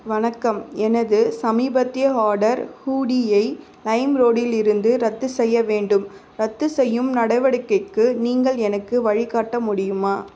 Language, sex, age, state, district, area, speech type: Tamil, female, 30-45, Tamil Nadu, Vellore, urban, read